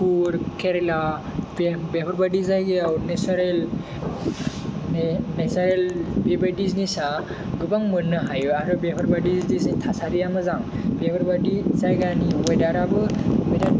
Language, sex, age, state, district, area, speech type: Bodo, male, 18-30, Assam, Kokrajhar, rural, spontaneous